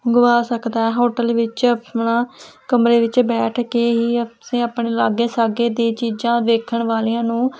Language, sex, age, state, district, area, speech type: Punjabi, female, 18-30, Punjab, Hoshiarpur, rural, spontaneous